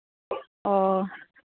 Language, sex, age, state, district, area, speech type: Manipuri, female, 30-45, Manipur, Chandel, rural, conversation